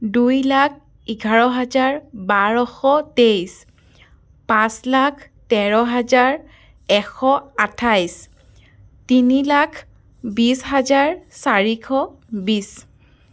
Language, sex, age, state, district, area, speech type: Assamese, female, 18-30, Assam, Biswanath, rural, spontaneous